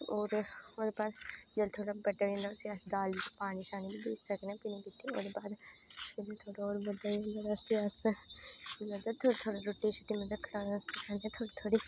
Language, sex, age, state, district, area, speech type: Dogri, female, 18-30, Jammu and Kashmir, Reasi, rural, spontaneous